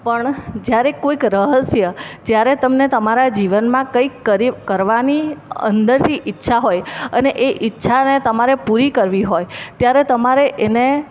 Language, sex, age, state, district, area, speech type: Gujarati, female, 30-45, Gujarat, Surat, urban, spontaneous